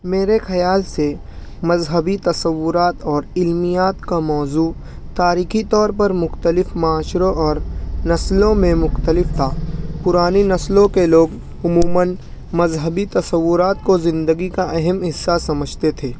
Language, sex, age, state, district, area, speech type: Urdu, male, 60+, Maharashtra, Nashik, rural, spontaneous